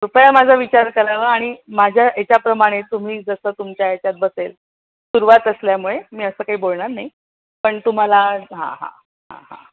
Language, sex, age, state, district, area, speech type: Marathi, female, 45-60, Maharashtra, Pune, urban, conversation